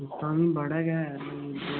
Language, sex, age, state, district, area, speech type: Dogri, male, 18-30, Jammu and Kashmir, Udhampur, rural, conversation